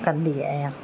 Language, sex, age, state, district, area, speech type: Sindhi, female, 45-60, Uttar Pradesh, Lucknow, rural, spontaneous